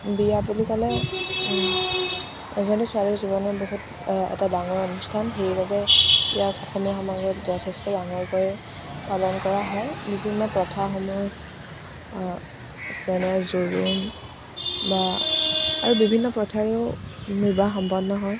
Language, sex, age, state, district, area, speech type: Assamese, female, 18-30, Assam, Jorhat, rural, spontaneous